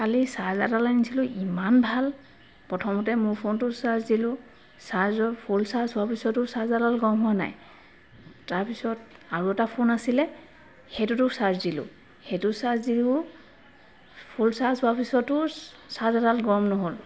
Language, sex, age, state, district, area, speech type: Assamese, female, 30-45, Assam, Sivasagar, urban, spontaneous